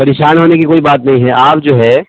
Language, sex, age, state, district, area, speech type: Urdu, male, 30-45, Bihar, East Champaran, urban, conversation